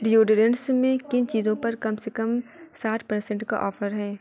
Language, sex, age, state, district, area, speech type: Urdu, female, 45-60, Uttar Pradesh, Aligarh, rural, read